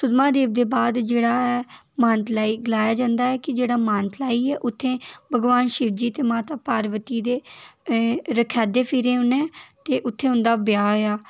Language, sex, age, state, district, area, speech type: Dogri, female, 18-30, Jammu and Kashmir, Udhampur, rural, spontaneous